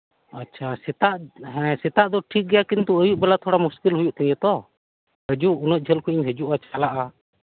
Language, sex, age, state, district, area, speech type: Santali, male, 30-45, West Bengal, Birbhum, rural, conversation